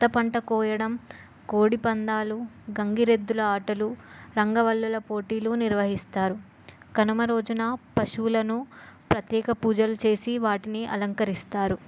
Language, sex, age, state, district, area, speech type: Telugu, female, 18-30, Telangana, Jayashankar, urban, spontaneous